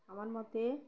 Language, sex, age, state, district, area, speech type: Bengali, female, 45-60, West Bengal, Uttar Dinajpur, urban, spontaneous